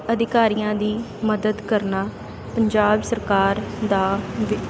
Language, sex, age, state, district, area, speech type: Punjabi, female, 30-45, Punjab, Sangrur, rural, spontaneous